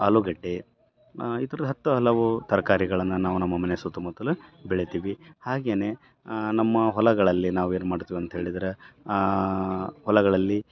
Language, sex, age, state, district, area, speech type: Kannada, male, 30-45, Karnataka, Bellary, rural, spontaneous